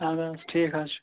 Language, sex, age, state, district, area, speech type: Kashmiri, male, 30-45, Jammu and Kashmir, Shopian, rural, conversation